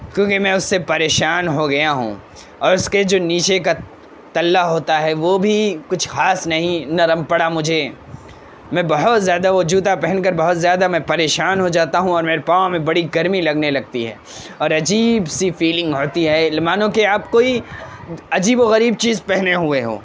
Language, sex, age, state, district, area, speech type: Urdu, male, 18-30, Uttar Pradesh, Gautam Buddha Nagar, urban, spontaneous